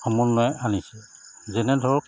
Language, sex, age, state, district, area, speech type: Assamese, male, 45-60, Assam, Charaideo, urban, spontaneous